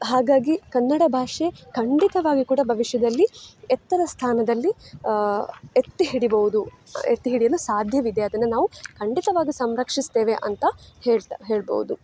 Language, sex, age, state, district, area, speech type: Kannada, female, 18-30, Karnataka, Dakshina Kannada, urban, spontaneous